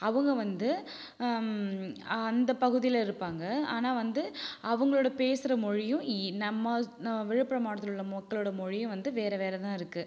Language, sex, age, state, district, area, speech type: Tamil, female, 30-45, Tamil Nadu, Viluppuram, urban, spontaneous